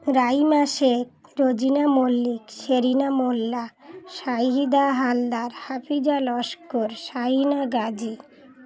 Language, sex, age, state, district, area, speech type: Bengali, female, 30-45, West Bengal, Dakshin Dinajpur, urban, spontaneous